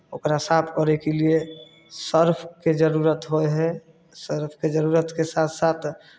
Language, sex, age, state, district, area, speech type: Maithili, male, 30-45, Bihar, Samastipur, rural, spontaneous